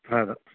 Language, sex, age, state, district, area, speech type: Kannada, male, 30-45, Karnataka, Uttara Kannada, rural, conversation